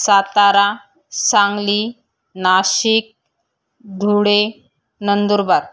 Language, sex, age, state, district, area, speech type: Marathi, female, 30-45, Maharashtra, Thane, urban, spontaneous